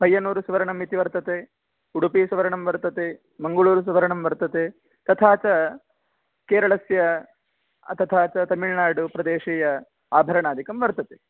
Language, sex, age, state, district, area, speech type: Sanskrit, male, 18-30, Karnataka, Gadag, rural, conversation